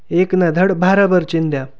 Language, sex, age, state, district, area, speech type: Marathi, male, 18-30, Maharashtra, Ahmednagar, rural, spontaneous